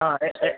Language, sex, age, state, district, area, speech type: Malayalam, male, 18-30, Kerala, Thrissur, urban, conversation